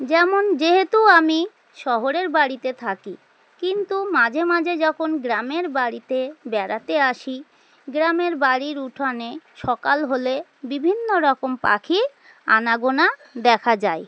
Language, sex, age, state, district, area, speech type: Bengali, female, 30-45, West Bengal, Dakshin Dinajpur, urban, spontaneous